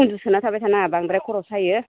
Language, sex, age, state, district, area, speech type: Bodo, female, 30-45, Assam, Baksa, rural, conversation